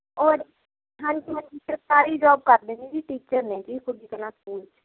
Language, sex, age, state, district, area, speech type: Punjabi, female, 30-45, Punjab, Barnala, rural, conversation